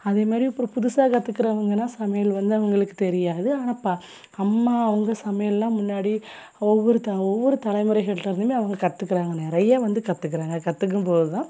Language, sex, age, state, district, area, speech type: Tamil, female, 18-30, Tamil Nadu, Thoothukudi, rural, spontaneous